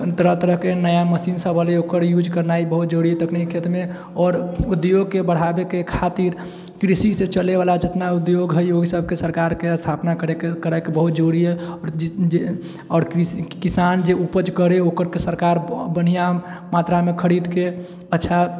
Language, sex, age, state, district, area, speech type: Maithili, male, 18-30, Bihar, Sitamarhi, rural, spontaneous